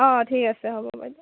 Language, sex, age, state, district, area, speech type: Assamese, female, 18-30, Assam, Kamrup Metropolitan, urban, conversation